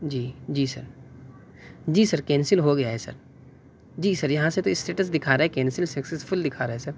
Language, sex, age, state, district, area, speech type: Urdu, male, 18-30, Delhi, North West Delhi, urban, spontaneous